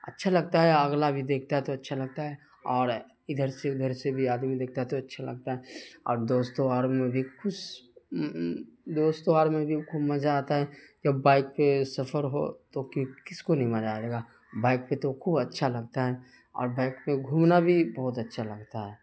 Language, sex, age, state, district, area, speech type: Urdu, male, 30-45, Bihar, Darbhanga, urban, spontaneous